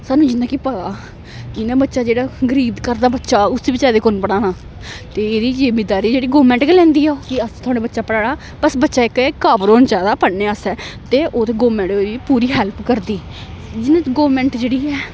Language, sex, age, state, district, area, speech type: Dogri, female, 18-30, Jammu and Kashmir, Samba, rural, spontaneous